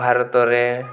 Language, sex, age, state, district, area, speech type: Odia, male, 18-30, Odisha, Boudh, rural, spontaneous